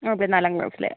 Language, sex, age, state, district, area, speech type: Malayalam, female, 60+, Kerala, Kozhikode, urban, conversation